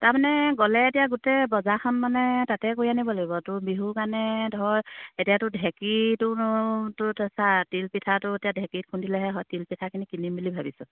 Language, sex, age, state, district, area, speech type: Assamese, female, 30-45, Assam, Charaideo, rural, conversation